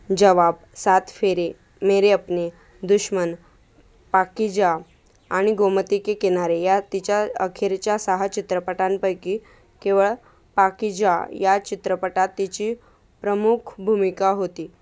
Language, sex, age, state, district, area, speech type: Marathi, female, 18-30, Maharashtra, Mumbai Suburban, rural, read